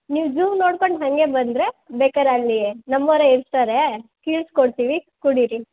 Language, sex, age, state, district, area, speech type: Kannada, female, 18-30, Karnataka, Chitradurga, urban, conversation